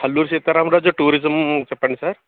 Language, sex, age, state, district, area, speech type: Telugu, male, 30-45, Andhra Pradesh, Alluri Sitarama Raju, urban, conversation